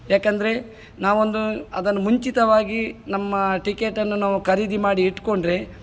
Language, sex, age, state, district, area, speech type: Kannada, male, 45-60, Karnataka, Udupi, rural, spontaneous